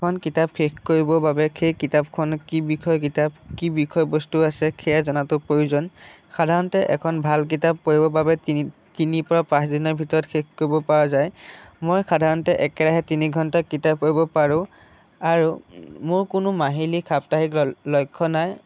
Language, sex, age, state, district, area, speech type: Assamese, male, 18-30, Assam, Sonitpur, rural, spontaneous